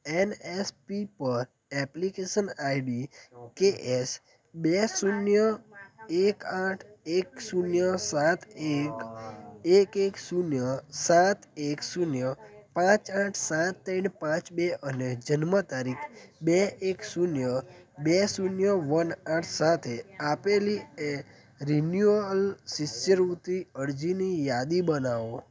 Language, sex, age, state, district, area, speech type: Gujarati, male, 18-30, Gujarat, Anand, rural, read